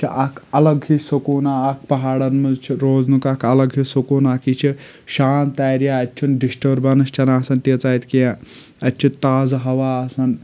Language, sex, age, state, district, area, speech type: Kashmiri, male, 18-30, Jammu and Kashmir, Kulgam, urban, spontaneous